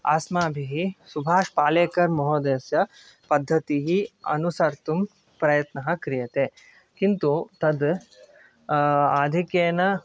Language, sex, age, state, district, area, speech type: Sanskrit, male, 18-30, Kerala, Palakkad, urban, spontaneous